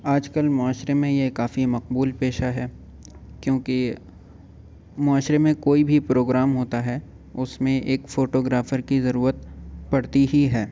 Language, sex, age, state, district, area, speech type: Urdu, male, 18-30, Uttar Pradesh, Aligarh, urban, spontaneous